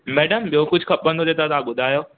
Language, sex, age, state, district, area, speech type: Sindhi, male, 18-30, Gujarat, Surat, urban, conversation